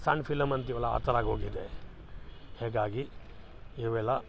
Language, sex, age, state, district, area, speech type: Kannada, male, 45-60, Karnataka, Chikkamagaluru, rural, spontaneous